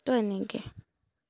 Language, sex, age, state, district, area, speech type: Assamese, female, 18-30, Assam, Charaideo, urban, spontaneous